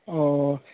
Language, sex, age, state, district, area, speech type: Urdu, male, 18-30, Bihar, Purnia, rural, conversation